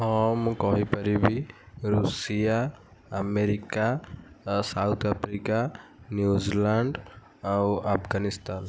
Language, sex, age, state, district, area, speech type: Odia, male, 45-60, Odisha, Kendujhar, urban, spontaneous